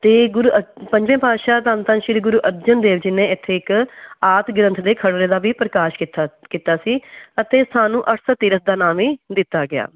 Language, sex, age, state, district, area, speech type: Punjabi, female, 45-60, Punjab, Amritsar, urban, conversation